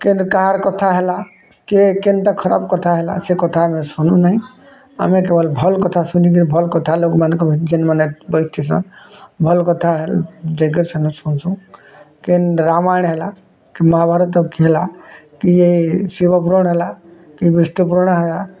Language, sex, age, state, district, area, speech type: Odia, male, 60+, Odisha, Bargarh, urban, spontaneous